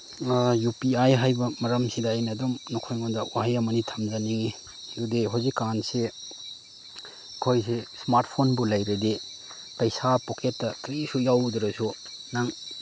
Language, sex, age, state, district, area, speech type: Manipuri, male, 30-45, Manipur, Chandel, rural, spontaneous